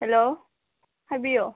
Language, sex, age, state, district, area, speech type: Manipuri, female, 18-30, Manipur, Senapati, rural, conversation